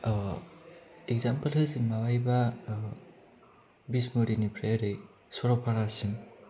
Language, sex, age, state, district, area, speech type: Bodo, male, 18-30, Assam, Kokrajhar, rural, spontaneous